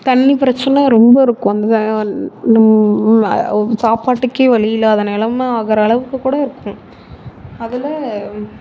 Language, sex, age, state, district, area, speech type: Tamil, female, 18-30, Tamil Nadu, Mayiladuthurai, urban, spontaneous